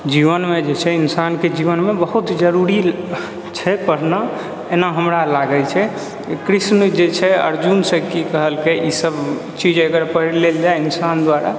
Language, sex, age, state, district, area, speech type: Maithili, male, 30-45, Bihar, Purnia, rural, spontaneous